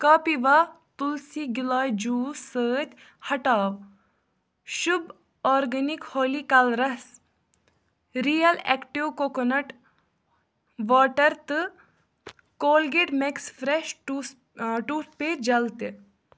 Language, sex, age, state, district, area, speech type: Kashmiri, female, 18-30, Jammu and Kashmir, Budgam, rural, read